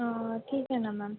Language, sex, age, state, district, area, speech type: Marathi, female, 30-45, Maharashtra, Nagpur, rural, conversation